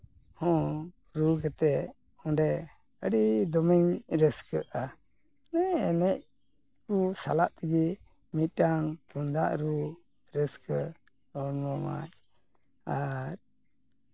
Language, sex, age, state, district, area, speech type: Santali, male, 45-60, West Bengal, Malda, rural, spontaneous